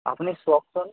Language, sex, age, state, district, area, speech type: Assamese, male, 18-30, Assam, Sivasagar, rural, conversation